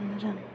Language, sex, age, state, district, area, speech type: Bodo, female, 45-60, Assam, Kokrajhar, urban, spontaneous